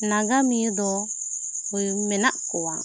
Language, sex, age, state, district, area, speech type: Santali, female, 30-45, West Bengal, Bankura, rural, spontaneous